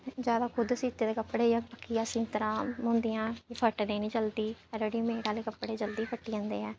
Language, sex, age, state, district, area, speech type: Dogri, female, 18-30, Jammu and Kashmir, Samba, rural, spontaneous